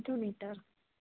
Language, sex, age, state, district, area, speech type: Gujarati, female, 18-30, Gujarat, Junagadh, urban, conversation